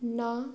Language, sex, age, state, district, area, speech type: Punjabi, female, 18-30, Punjab, Shaheed Bhagat Singh Nagar, urban, read